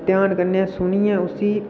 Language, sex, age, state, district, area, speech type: Dogri, male, 18-30, Jammu and Kashmir, Udhampur, rural, spontaneous